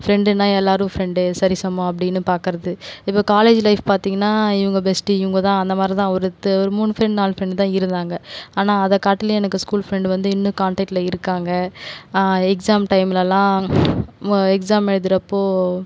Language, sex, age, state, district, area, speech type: Tamil, female, 18-30, Tamil Nadu, Cuddalore, urban, spontaneous